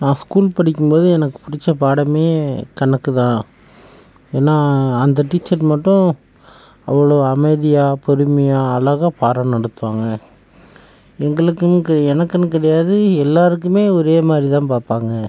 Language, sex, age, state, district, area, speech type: Tamil, male, 45-60, Tamil Nadu, Cuddalore, rural, spontaneous